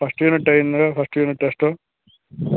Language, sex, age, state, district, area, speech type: Telugu, male, 18-30, Andhra Pradesh, Srikakulam, rural, conversation